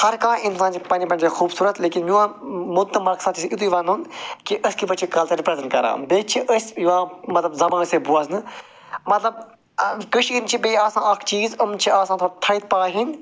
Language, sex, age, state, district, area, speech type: Kashmiri, male, 45-60, Jammu and Kashmir, Srinagar, rural, spontaneous